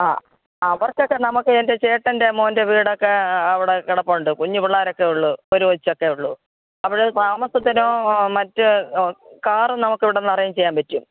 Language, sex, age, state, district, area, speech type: Malayalam, female, 45-60, Kerala, Thiruvananthapuram, urban, conversation